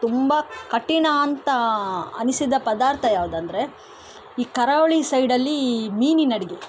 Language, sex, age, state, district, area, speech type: Kannada, female, 30-45, Karnataka, Udupi, rural, spontaneous